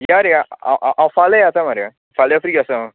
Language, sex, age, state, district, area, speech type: Goan Konkani, male, 18-30, Goa, Tiswadi, rural, conversation